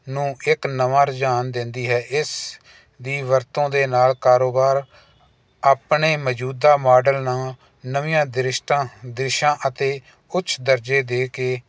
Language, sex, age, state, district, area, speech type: Punjabi, male, 45-60, Punjab, Jalandhar, urban, spontaneous